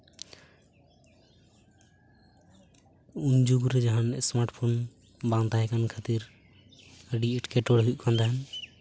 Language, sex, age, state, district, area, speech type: Santali, male, 18-30, West Bengal, Purulia, rural, spontaneous